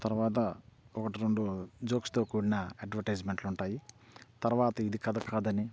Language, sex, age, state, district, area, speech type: Telugu, male, 45-60, Andhra Pradesh, Bapatla, rural, spontaneous